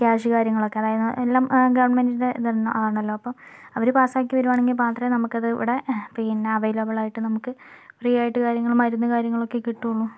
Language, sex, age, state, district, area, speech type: Malayalam, female, 18-30, Kerala, Kozhikode, urban, spontaneous